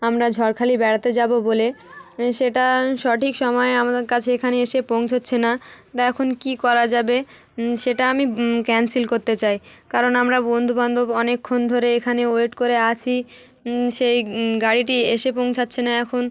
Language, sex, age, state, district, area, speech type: Bengali, female, 18-30, West Bengal, South 24 Parganas, rural, spontaneous